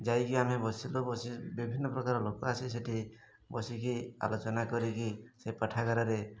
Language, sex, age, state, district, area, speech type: Odia, male, 45-60, Odisha, Mayurbhanj, rural, spontaneous